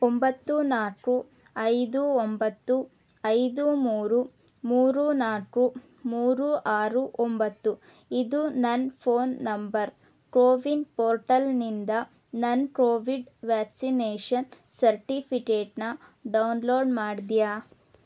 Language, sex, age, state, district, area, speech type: Kannada, female, 18-30, Karnataka, Chitradurga, rural, read